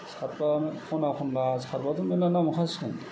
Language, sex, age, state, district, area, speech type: Bodo, male, 60+, Assam, Kokrajhar, rural, spontaneous